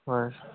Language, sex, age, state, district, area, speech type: Assamese, male, 30-45, Assam, Majuli, urban, conversation